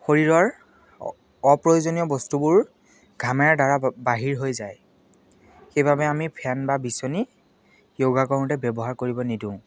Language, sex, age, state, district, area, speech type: Assamese, male, 18-30, Assam, Biswanath, rural, spontaneous